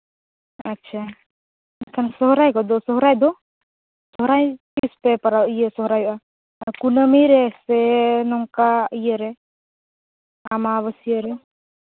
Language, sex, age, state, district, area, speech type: Santali, female, 18-30, Jharkhand, Seraikela Kharsawan, rural, conversation